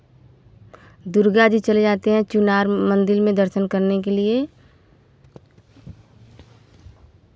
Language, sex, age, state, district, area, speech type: Hindi, female, 18-30, Uttar Pradesh, Varanasi, rural, spontaneous